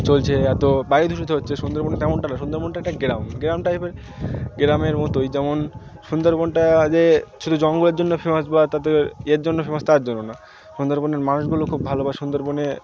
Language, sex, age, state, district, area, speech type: Bengali, male, 18-30, West Bengal, Birbhum, urban, spontaneous